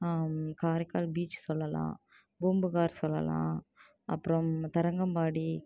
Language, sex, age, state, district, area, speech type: Tamil, female, 30-45, Tamil Nadu, Tiruvarur, rural, spontaneous